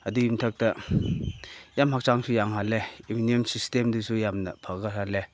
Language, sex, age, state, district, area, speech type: Manipuri, male, 45-60, Manipur, Chandel, rural, spontaneous